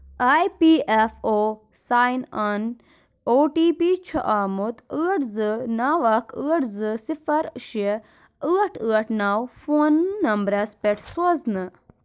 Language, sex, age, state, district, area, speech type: Kashmiri, male, 45-60, Jammu and Kashmir, Budgam, rural, read